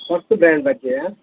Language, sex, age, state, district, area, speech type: Kannada, male, 45-60, Karnataka, Udupi, rural, conversation